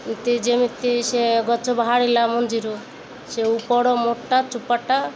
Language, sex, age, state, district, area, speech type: Odia, female, 30-45, Odisha, Malkangiri, urban, spontaneous